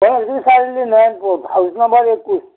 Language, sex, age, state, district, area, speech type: Assamese, male, 60+, Assam, Kamrup Metropolitan, urban, conversation